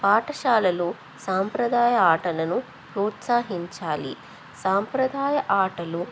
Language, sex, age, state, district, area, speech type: Telugu, female, 18-30, Telangana, Ranga Reddy, urban, spontaneous